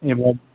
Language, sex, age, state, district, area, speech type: Bodo, male, 18-30, Assam, Kokrajhar, rural, conversation